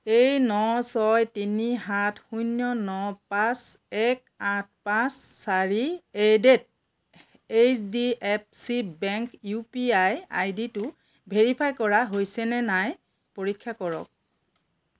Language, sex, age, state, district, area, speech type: Assamese, female, 45-60, Assam, Charaideo, urban, read